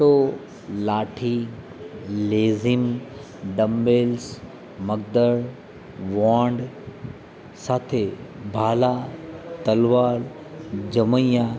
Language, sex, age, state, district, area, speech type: Gujarati, male, 30-45, Gujarat, Narmada, urban, spontaneous